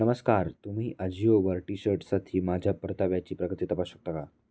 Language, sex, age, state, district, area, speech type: Marathi, male, 18-30, Maharashtra, Nanded, rural, read